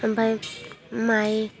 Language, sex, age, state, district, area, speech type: Bodo, female, 30-45, Assam, Udalguri, rural, spontaneous